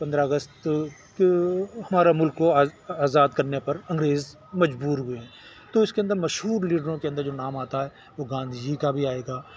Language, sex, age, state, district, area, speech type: Urdu, male, 60+, Telangana, Hyderabad, urban, spontaneous